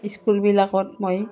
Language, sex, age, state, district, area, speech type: Assamese, female, 45-60, Assam, Udalguri, rural, spontaneous